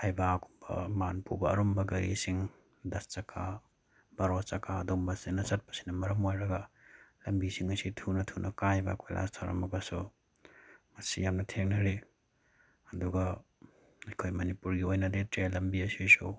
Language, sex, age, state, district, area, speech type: Manipuri, male, 30-45, Manipur, Bishnupur, rural, spontaneous